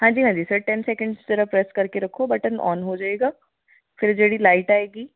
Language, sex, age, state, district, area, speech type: Punjabi, female, 30-45, Punjab, Ludhiana, urban, conversation